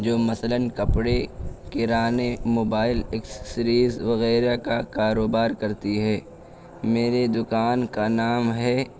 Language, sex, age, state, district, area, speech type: Urdu, male, 18-30, Uttar Pradesh, Balrampur, rural, spontaneous